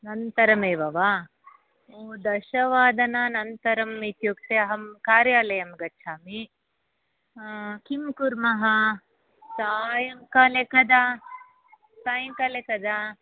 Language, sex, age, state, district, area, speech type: Sanskrit, female, 60+, Karnataka, Bangalore Urban, urban, conversation